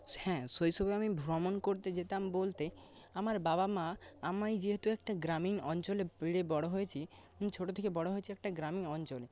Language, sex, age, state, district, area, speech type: Bengali, male, 30-45, West Bengal, Paschim Medinipur, rural, spontaneous